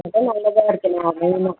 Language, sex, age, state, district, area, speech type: Tamil, female, 30-45, Tamil Nadu, Salem, rural, conversation